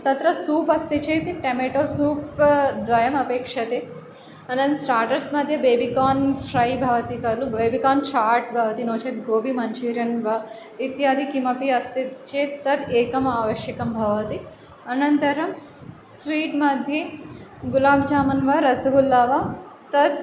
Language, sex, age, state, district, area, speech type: Sanskrit, female, 18-30, Andhra Pradesh, Chittoor, urban, spontaneous